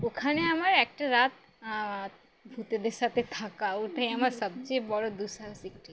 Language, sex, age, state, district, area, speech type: Bengali, female, 18-30, West Bengal, Uttar Dinajpur, urban, spontaneous